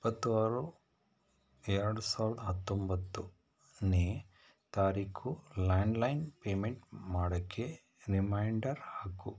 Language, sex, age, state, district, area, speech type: Kannada, male, 45-60, Karnataka, Bangalore Rural, rural, read